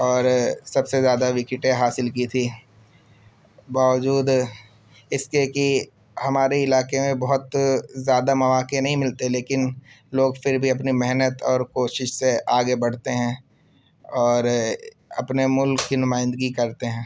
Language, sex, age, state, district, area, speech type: Urdu, male, 18-30, Uttar Pradesh, Siddharthnagar, rural, spontaneous